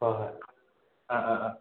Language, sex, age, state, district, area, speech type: Manipuri, male, 30-45, Manipur, Imphal West, rural, conversation